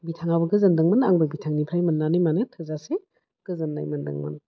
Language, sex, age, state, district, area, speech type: Bodo, female, 45-60, Assam, Udalguri, urban, spontaneous